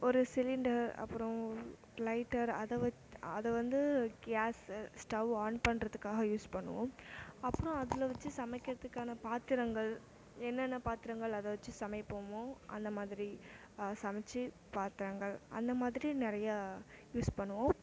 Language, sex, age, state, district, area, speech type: Tamil, female, 18-30, Tamil Nadu, Mayiladuthurai, urban, spontaneous